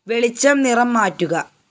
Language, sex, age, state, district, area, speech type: Malayalam, female, 45-60, Kerala, Malappuram, rural, read